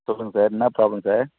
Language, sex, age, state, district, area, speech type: Tamil, male, 30-45, Tamil Nadu, Chengalpattu, rural, conversation